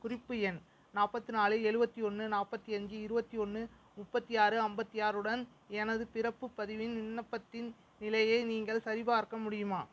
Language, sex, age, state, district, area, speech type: Tamil, male, 30-45, Tamil Nadu, Mayiladuthurai, rural, read